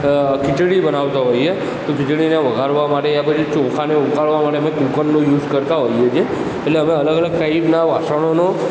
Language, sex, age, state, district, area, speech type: Gujarati, male, 60+, Gujarat, Aravalli, urban, spontaneous